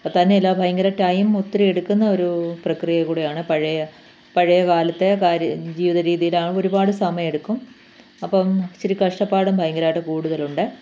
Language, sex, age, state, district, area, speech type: Malayalam, female, 45-60, Kerala, Pathanamthitta, rural, spontaneous